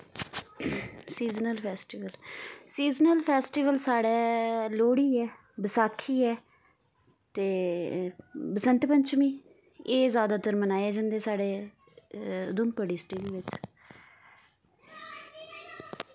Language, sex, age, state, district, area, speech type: Dogri, female, 30-45, Jammu and Kashmir, Udhampur, rural, spontaneous